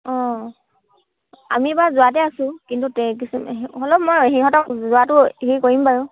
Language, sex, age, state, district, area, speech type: Assamese, female, 18-30, Assam, Dhemaji, urban, conversation